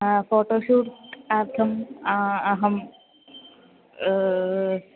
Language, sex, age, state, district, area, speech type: Sanskrit, female, 18-30, Kerala, Thrissur, urban, conversation